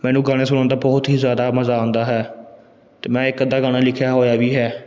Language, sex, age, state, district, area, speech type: Punjabi, male, 18-30, Punjab, Gurdaspur, urban, spontaneous